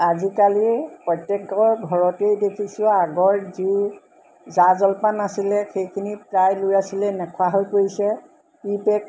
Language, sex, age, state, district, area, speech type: Assamese, female, 60+, Assam, Golaghat, urban, spontaneous